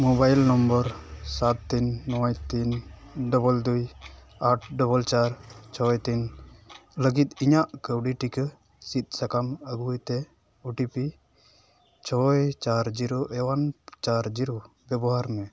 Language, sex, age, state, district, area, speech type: Santali, male, 18-30, West Bengal, Dakshin Dinajpur, rural, read